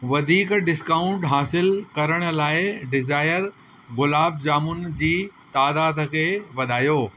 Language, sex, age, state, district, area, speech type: Sindhi, male, 45-60, Delhi, South Delhi, urban, read